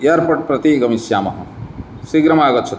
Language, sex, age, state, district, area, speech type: Sanskrit, male, 45-60, Odisha, Cuttack, urban, spontaneous